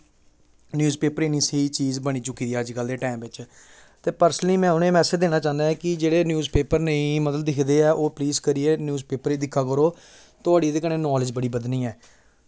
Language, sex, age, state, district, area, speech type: Dogri, male, 18-30, Jammu and Kashmir, Samba, rural, spontaneous